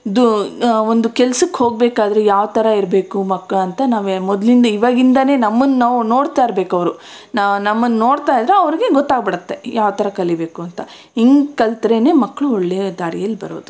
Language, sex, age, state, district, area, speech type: Kannada, female, 30-45, Karnataka, Bangalore Rural, rural, spontaneous